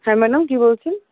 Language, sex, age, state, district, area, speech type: Bengali, female, 60+, West Bengal, Paschim Bardhaman, rural, conversation